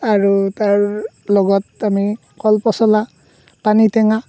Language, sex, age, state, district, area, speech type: Assamese, male, 18-30, Assam, Darrang, rural, spontaneous